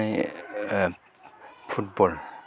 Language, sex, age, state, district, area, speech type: Bodo, male, 45-60, Assam, Kokrajhar, urban, spontaneous